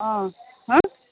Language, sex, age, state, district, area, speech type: Assamese, female, 60+, Assam, Morigaon, rural, conversation